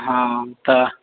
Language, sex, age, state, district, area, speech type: Maithili, male, 30-45, Bihar, Madhubani, rural, conversation